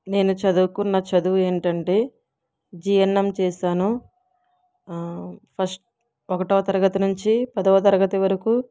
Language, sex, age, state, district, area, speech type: Telugu, female, 60+, Andhra Pradesh, East Godavari, rural, spontaneous